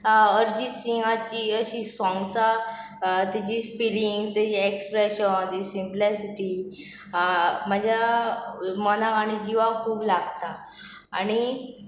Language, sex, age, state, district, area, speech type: Goan Konkani, female, 18-30, Goa, Pernem, rural, spontaneous